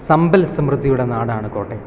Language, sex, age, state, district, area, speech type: Malayalam, male, 18-30, Kerala, Kottayam, rural, spontaneous